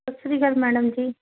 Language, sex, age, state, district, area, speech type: Punjabi, female, 30-45, Punjab, Muktsar, urban, conversation